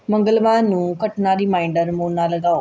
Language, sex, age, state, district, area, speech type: Punjabi, female, 30-45, Punjab, Mohali, urban, read